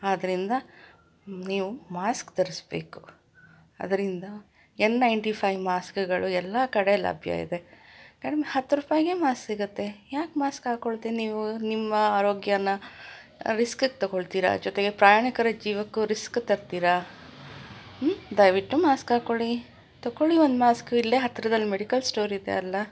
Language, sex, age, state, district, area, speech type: Kannada, female, 45-60, Karnataka, Kolar, urban, spontaneous